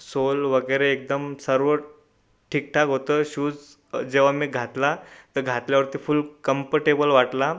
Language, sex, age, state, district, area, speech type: Marathi, male, 18-30, Maharashtra, Buldhana, urban, spontaneous